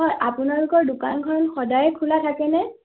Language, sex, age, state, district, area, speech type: Assamese, female, 18-30, Assam, Nagaon, rural, conversation